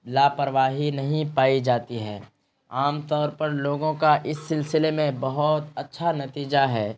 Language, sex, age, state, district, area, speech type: Urdu, male, 30-45, Bihar, Araria, rural, spontaneous